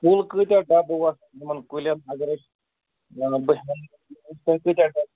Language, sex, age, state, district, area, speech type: Kashmiri, male, 30-45, Jammu and Kashmir, Ganderbal, rural, conversation